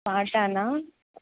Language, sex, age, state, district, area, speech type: Telugu, female, 18-30, Telangana, Jangaon, rural, conversation